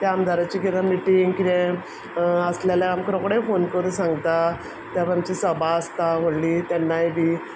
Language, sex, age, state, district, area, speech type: Goan Konkani, female, 45-60, Goa, Quepem, rural, spontaneous